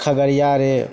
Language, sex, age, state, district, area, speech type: Maithili, male, 30-45, Bihar, Begusarai, rural, spontaneous